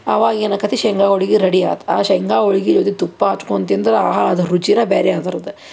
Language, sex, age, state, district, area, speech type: Kannada, female, 30-45, Karnataka, Koppal, rural, spontaneous